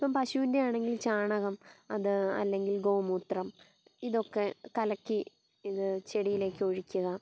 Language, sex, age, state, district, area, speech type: Malayalam, female, 30-45, Kerala, Kottayam, rural, spontaneous